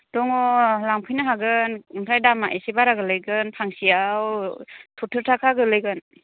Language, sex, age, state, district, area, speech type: Bodo, female, 18-30, Assam, Chirang, urban, conversation